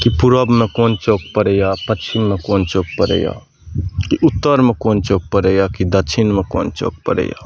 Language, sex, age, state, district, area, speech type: Maithili, male, 30-45, Bihar, Madhepura, urban, spontaneous